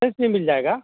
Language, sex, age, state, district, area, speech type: Hindi, male, 45-60, Bihar, Samastipur, urban, conversation